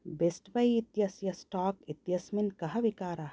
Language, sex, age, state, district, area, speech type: Sanskrit, female, 45-60, Karnataka, Bangalore Urban, urban, read